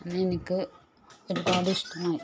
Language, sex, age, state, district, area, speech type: Malayalam, female, 30-45, Kerala, Malappuram, rural, spontaneous